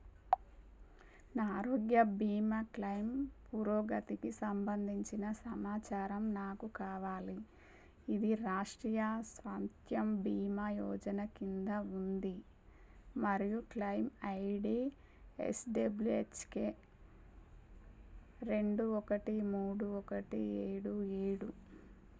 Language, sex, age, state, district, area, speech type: Telugu, female, 30-45, Telangana, Warangal, rural, read